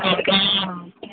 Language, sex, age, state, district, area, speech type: Assamese, female, 45-60, Assam, Majuli, urban, conversation